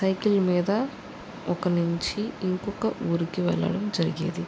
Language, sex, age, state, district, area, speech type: Telugu, female, 45-60, Andhra Pradesh, West Godavari, rural, spontaneous